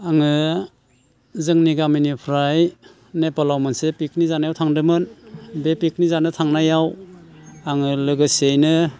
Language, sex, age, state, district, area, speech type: Bodo, male, 60+, Assam, Baksa, urban, spontaneous